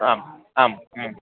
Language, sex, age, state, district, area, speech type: Sanskrit, male, 30-45, Karnataka, Vijayapura, urban, conversation